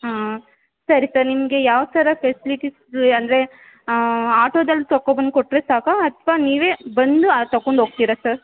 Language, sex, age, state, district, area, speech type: Kannada, female, 18-30, Karnataka, Chamarajanagar, rural, conversation